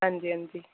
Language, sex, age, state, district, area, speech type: Dogri, female, 18-30, Jammu and Kashmir, Jammu, rural, conversation